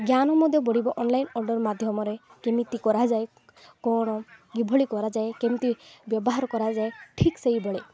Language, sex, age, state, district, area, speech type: Odia, female, 18-30, Odisha, Nabarangpur, urban, spontaneous